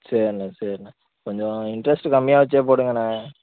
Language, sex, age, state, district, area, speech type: Tamil, male, 18-30, Tamil Nadu, Nagapattinam, rural, conversation